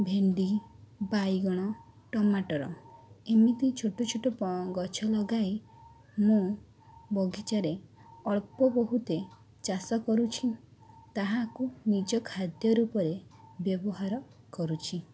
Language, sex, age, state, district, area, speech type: Odia, female, 30-45, Odisha, Cuttack, urban, spontaneous